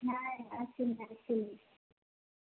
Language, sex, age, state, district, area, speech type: Odia, female, 45-60, Odisha, Gajapati, rural, conversation